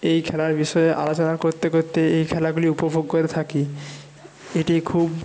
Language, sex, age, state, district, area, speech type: Bengali, male, 60+, West Bengal, Jhargram, rural, spontaneous